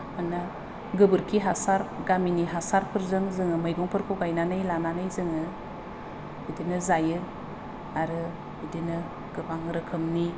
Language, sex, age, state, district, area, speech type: Bodo, female, 45-60, Assam, Kokrajhar, rural, spontaneous